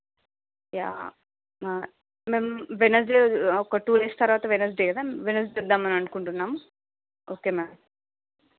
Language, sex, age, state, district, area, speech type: Telugu, female, 30-45, Andhra Pradesh, Visakhapatnam, urban, conversation